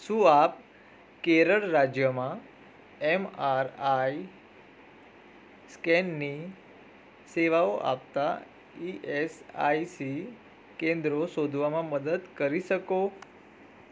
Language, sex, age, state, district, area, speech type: Gujarati, male, 30-45, Gujarat, Surat, urban, read